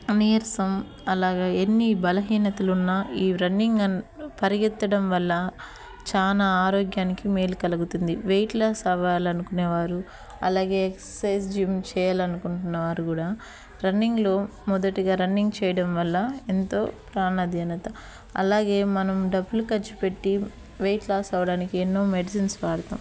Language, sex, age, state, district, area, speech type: Telugu, female, 30-45, Andhra Pradesh, Eluru, urban, spontaneous